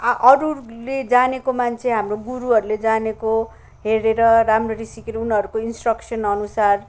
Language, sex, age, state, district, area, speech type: Nepali, male, 30-45, West Bengal, Kalimpong, rural, spontaneous